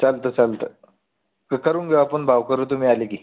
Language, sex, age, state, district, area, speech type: Marathi, male, 18-30, Maharashtra, Buldhana, urban, conversation